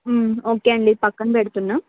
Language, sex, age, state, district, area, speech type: Telugu, female, 30-45, Andhra Pradesh, N T Rama Rao, urban, conversation